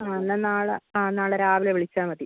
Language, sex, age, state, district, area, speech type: Malayalam, female, 60+, Kerala, Wayanad, rural, conversation